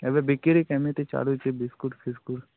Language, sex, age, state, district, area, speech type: Odia, male, 45-60, Odisha, Sundergarh, rural, conversation